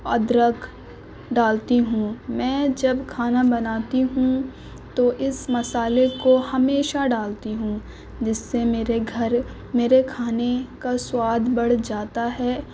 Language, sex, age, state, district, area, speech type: Urdu, female, 18-30, Uttar Pradesh, Gautam Buddha Nagar, urban, spontaneous